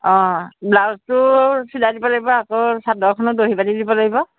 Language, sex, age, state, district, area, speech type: Assamese, female, 45-60, Assam, Jorhat, urban, conversation